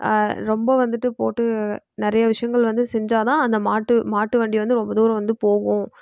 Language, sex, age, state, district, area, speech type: Tamil, female, 18-30, Tamil Nadu, Erode, rural, spontaneous